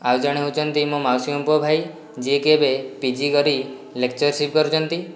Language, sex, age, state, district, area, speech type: Odia, male, 18-30, Odisha, Dhenkanal, rural, spontaneous